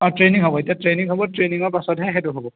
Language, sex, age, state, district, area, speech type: Assamese, male, 18-30, Assam, Majuli, urban, conversation